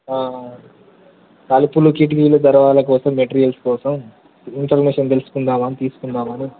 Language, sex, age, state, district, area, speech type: Telugu, male, 18-30, Telangana, Mahabubabad, urban, conversation